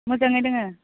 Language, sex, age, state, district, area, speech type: Bodo, female, 18-30, Assam, Udalguri, urban, conversation